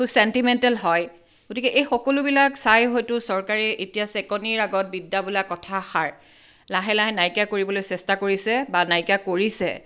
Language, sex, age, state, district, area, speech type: Assamese, female, 45-60, Assam, Tinsukia, urban, spontaneous